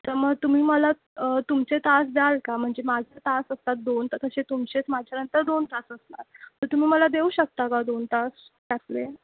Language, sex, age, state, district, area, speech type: Marathi, female, 18-30, Maharashtra, Mumbai Suburban, urban, conversation